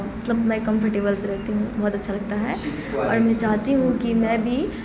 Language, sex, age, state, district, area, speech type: Urdu, female, 18-30, Bihar, Supaul, rural, spontaneous